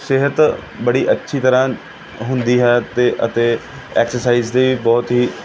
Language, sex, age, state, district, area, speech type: Punjabi, male, 30-45, Punjab, Pathankot, urban, spontaneous